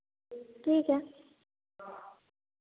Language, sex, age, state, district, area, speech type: Hindi, female, 18-30, Uttar Pradesh, Varanasi, urban, conversation